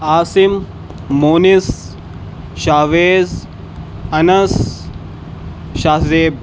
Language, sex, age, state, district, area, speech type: Urdu, male, 18-30, Uttar Pradesh, Rampur, urban, spontaneous